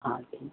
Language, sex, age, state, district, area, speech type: Marathi, male, 18-30, Maharashtra, Nagpur, urban, conversation